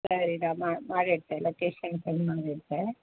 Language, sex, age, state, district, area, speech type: Kannada, female, 45-60, Karnataka, Uttara Kannada, rural, conversation